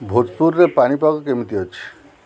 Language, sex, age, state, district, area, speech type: Odia, male, 45-60, Odisha, Jagatsinghpur, urban, read